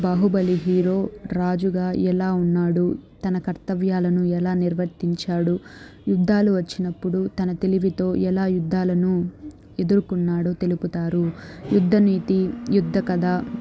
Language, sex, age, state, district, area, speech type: Telugu, female, 18-30, Andhra Pradesh, Chittoor, urban, spontaneous